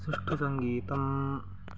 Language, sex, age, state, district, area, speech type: Sanskrit, male, 18-30, Karnataka, Chikkamagaluru, urban, read